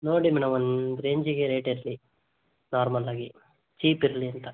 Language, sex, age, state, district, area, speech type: Kannada, male, 18-30, Karnataka, Davanagere, rural, conversation